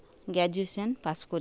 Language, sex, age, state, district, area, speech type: Bengali, female, 45-60, West Bengal, Paschim Medinipur, rural, spontaneous